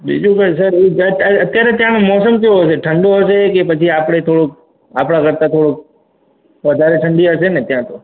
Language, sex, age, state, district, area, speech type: Gujarati, male, 30-45, Gujarat, Morbi, rural, conversation